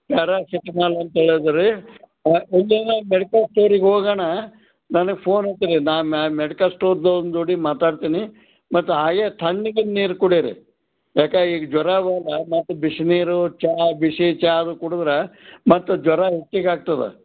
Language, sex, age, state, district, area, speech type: Kannada, male, 60+, Karnataka, Gulbarga, urban, conversation